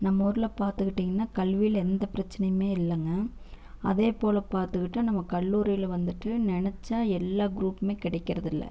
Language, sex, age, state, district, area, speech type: Tamil, female, 30-45, Tamil Nadu, Erode, rural, spontaneous